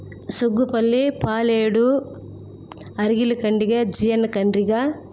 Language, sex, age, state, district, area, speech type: Telugu, female, 30-45, Andhra Pradesh, Nellore, rural, spontaneous